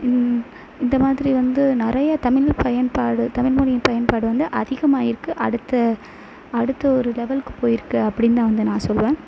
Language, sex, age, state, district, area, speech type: Tamil, female, 18-30, Tamil Nadu, Sivaganga, rural, spontaneous